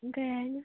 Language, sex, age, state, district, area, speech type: Manipuri, female, 18-30, Manipur, Kangpokpi, urban, conversation